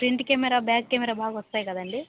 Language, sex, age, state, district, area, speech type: Telugu, female, 18-30, Andhra Pradesh, Kadapa, rural, conversation